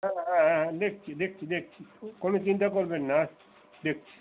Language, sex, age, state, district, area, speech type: Bengali, male, 60+, West Bengal, Darjeeling, rural, conversation